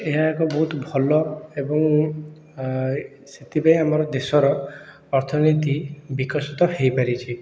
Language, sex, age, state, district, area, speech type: Odia, male, 18-30, Odisha, Puri, urban, spontaneous